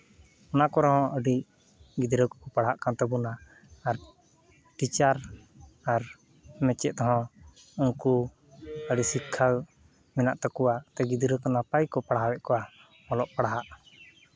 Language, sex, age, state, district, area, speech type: Santali, male, 30-45, West Bengal, Uttar Dinajpur, rural, spontaneous